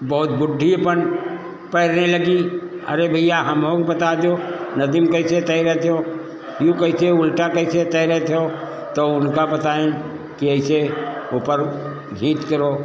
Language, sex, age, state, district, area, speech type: Hindi, male, 60+, Uttar Pradesh, Lucknow, rural, spontaneous